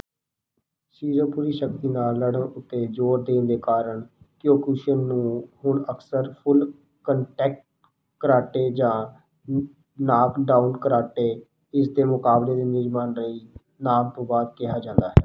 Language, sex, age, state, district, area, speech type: Punjabi, male, 30-45, Punjab, Rupnagar, rural, read